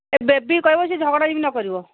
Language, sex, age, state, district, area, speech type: Odia, female, 45-60, Odisha, Angul, rural, conversation